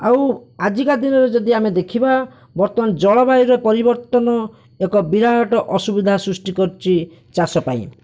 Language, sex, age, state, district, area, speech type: Odia, male, 45-60, Odisha, Bhadrak, rural, spontaneous